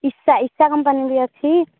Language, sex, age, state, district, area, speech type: Odia, female, 45-60, Odisha, Nayagarh, rural, conversation